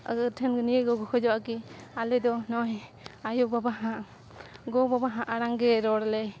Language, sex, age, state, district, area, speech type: Santali, female, 30-45, Jharkhand, Bokaro, rural, spontaneous